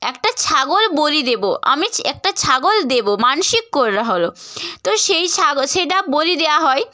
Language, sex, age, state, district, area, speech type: Bengali, female, 18-30, West Bengal, Nadia, rural, spontaneous